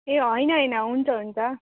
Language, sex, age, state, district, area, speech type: Nepali, female, 18-30, West Bengal, Darjeeling, rural, conversation